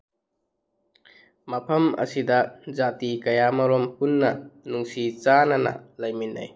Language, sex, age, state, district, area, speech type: Manipuri, male, 30-45, Manipur, Tengnoupal, rural, spontaneous